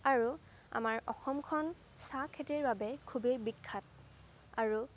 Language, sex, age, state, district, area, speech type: Assamese, female, 18-30, Assam, Majuli, urban, spontaneous